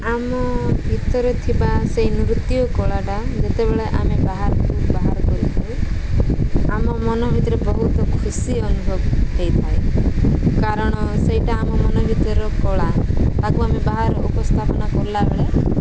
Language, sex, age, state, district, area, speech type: Odia, female, 30-45, Odisha, Koraput, urban, spontaneous